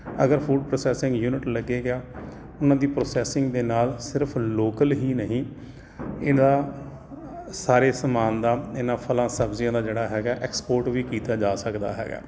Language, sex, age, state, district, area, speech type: Punjabi, male, 45-60, Punjab, Jalandhar, urban, spontaneous